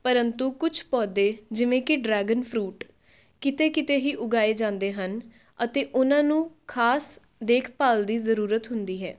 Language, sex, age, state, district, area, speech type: Punjabi, female, 18-30, Punjab, Shaheed Bhagat Singh Nagar, urban, spontaneous